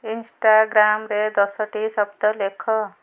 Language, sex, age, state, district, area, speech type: Odia, female, 45-60, Odisha, Ganjam, urban, read